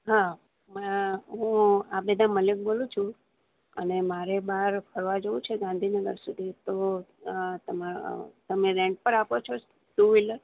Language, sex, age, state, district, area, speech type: Gujarati, female, 60+, Gujarat, Ahmedabad, urban, conversation